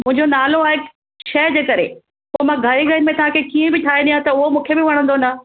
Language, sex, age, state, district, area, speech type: Sindhi, female, 45-60, Maharashtra, Mumbai Suburban, urban, conversation